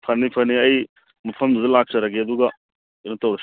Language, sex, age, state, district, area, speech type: Manipuri, male, 45-60, Manipur, Churachandpur, rural, conversation